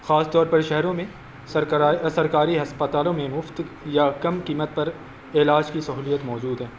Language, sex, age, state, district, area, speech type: Urdu, male, 18-30, Uttar Pradesh, Azamgarh, urban, spontaneous